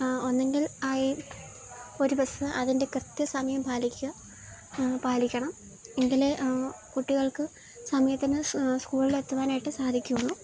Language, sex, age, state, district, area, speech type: Malayalam, female, 18-30, Kerala, Idukki, rural, spontaneous